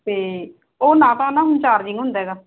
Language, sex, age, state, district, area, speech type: Punjabi, female, 45-60, Punjab, Barnala, rural, conversation